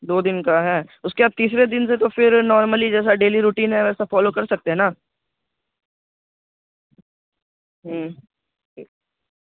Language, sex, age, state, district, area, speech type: Urdu, male, 18-30, Bihar, Darbhanga, urban, conversation